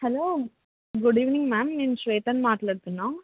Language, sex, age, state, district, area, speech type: Telugu, female, 18-30, Andhra Pradesh, Alluri Sitarama Raju, rural, conversation